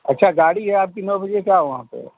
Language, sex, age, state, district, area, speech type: Hindi, male, 45-60, Uttar Pradesh, Azamgarh, rural, conversation